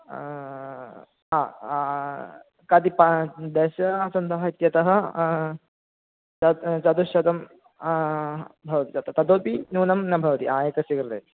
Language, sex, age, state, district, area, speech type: Sanskrit, male, 18-30, Kerala, Thrissur, rural, conversation